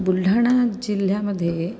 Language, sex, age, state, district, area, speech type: Marathi, female, 45-60, Maharashtra, Buldhana, urban, spontaneous